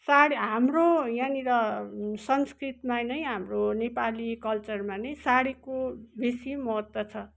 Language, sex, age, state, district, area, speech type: Nepali, female, 60+, West Bengal, Kalimpong, rural, spontaneous